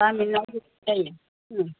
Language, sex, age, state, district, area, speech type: Bodo, female, 60+, Assam, Kokrajhar, urban, conversation